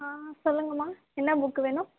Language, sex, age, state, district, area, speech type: Tamil, female, 18-30, Tamil Nadu, Kallakurichi, urban, conversation